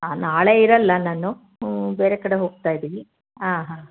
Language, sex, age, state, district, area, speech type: Kannada, female, 45-60, Karnataka, Chitradurga, rural, conversation